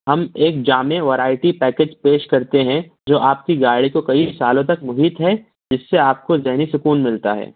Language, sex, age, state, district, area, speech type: Urdu, male, 60+, Maharashtra, Nashik, urban, conversation